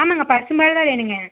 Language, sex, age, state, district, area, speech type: Tamil, female, 18-30, Tamil Nadu, Coimbatore, rural, conversation